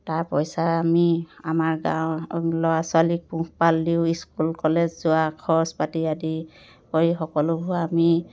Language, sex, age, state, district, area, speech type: Assamese, female, 30-45, Assam, Dhemaji, urban, spontaneous